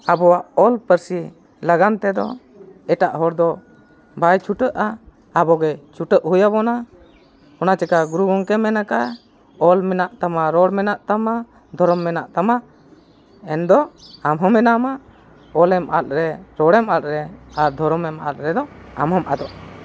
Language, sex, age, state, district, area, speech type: Santali, male, 45-60, Jharkhand, East Singhbhum, rural, spontaneous